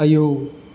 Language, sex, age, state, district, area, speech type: Bodo, male, 30-45, Assam, Chirang, rural, read